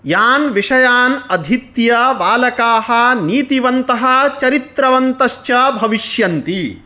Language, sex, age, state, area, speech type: Sanskrit, male, 30-45, Bihar, rural, spontaneous